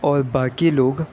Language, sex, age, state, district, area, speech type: Urdu, male, 18-30, Delhi, Central Delhi, urban, spontaneous